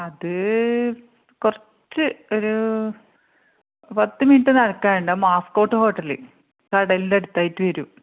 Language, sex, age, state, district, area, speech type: Malayalam, female, 45-60, Kerala, Kannur, rural, conversation